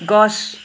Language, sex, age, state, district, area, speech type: Assamese, female, 45-60, Assam, Nagaon, rural, read